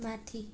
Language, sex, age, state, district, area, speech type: Nepali, female, 18-30, West Bengal, Darjeeling, rural, read